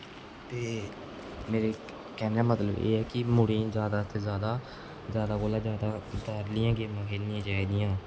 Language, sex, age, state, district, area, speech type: Dogri, male, 18-30, Jammu and Kashmir, Kathua, rural, spontaneous